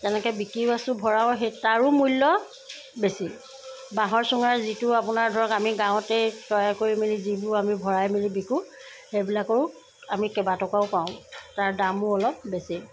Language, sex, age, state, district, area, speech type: Assamese, female, 30-45, Assam, Sivasagar, rural, spontaneous